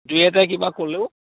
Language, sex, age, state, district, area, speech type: Assamese, male, 60+, Assam, Lakhimpur, rural, conversation